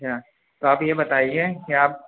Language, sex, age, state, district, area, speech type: Urdu, male, 18-30, Uttar Pradesh, Rampur, urban, conversation